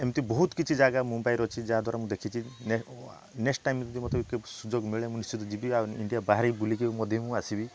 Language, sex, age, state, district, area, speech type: Odia, male, 30-45, Odisha, Balasore, rural, spontaneous